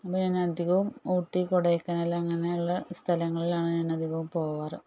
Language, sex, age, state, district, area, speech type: Malayalam, female, 30-45, Kerala, Malappuram, rural, spontaneous